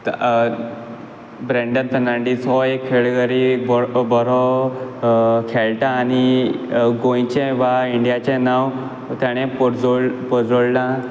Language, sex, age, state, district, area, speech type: Goan Konkani, male, 18-30, Goa, Quepem, rural, spontaneous